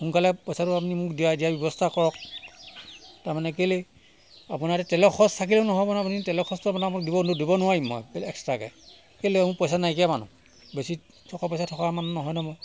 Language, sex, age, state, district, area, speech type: Assamese, male, 45-60, Assam, Sivasagar, rural, spontaneous